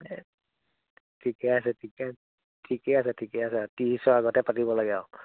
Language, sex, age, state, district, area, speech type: Assamese, male, 30-45, Assam, Morigaon, rural, conversation